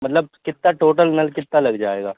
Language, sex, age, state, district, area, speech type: Urdu, male, 30-45, Bihar, Supaul, urban, conversation